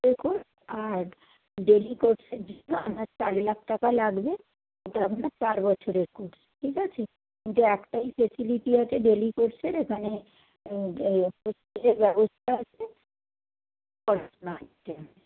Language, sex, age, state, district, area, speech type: Bengali, female, 45-60, West Bengal, Howrah, urban, conversation